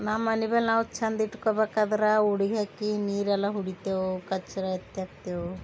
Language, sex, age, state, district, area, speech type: Kannada, female, 45-60, Karnataka, Bidar, urban, spontaneous